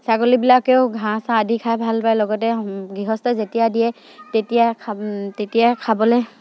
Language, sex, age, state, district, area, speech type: Assamese, female, 45-60, Assam, Dibrugarh, rural, spontaneous